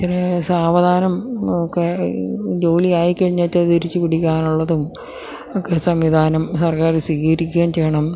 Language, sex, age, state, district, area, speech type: Malayalam, female, 60+, Kerala, Idukki, rural, spontaneous